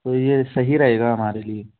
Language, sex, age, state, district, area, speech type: Hindi, male, 18-30, Madhya Pradesh, Gwalior, rural, conversation